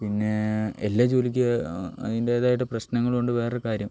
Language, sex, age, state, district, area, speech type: Malayalam, male, 18-30, Kerala, Wayanad, rural, spontaneous